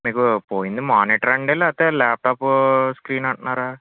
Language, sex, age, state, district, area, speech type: Telugu, male, 18-30, Andhra Pradesh, N T Rama Rao, urban, conversation